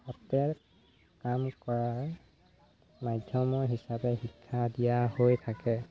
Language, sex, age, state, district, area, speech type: Assamese, male, 18-30, Assam, Sivasagar, rural, spontaneous